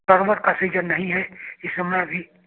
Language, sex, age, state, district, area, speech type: Hindi, male, 60+, Uttar Pradesh, Prayagraj, rural, conversation